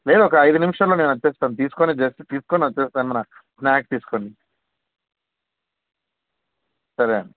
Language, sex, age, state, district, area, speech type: Telugu, male, 18-30, Andhra Pradesh, Anantapur, urban, conversation